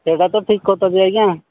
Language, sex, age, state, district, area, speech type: Odia, male, 45-60, Odisha, Nabarangpur, rural, conversation